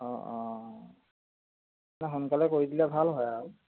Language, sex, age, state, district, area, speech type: Assamese, male, 30-45, Assam, Jorhat, urban, conversation